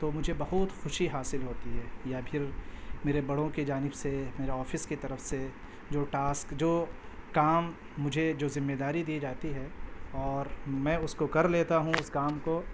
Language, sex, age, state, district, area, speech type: Urdu, male, 45-60, Delhi, Central Delhi, urban, spontaneous